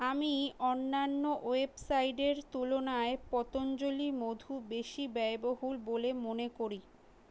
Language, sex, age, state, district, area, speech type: Bengali, female, 18-30, West Bengal, Kolkata, urban, read